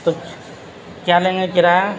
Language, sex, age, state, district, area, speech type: Urdu, male, 30-45, Uttar Pradesh, Gautam Buddha Nagar, urban, spontaneous